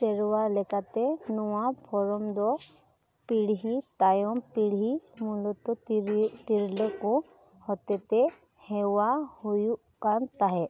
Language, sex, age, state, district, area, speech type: Santali, female, 18-30, West Bengal, Dakshin Dinajpur, rural, read